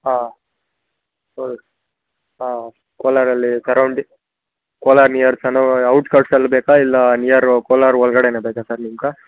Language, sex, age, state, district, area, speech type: Kannada, male, 30-45, Karnataka, Kolar, urban, conversation